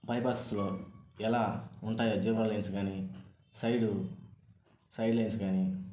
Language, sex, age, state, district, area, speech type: Telugu, male, 18-30, Andhra Pradesh, Sri Balaji, rural, spontaneous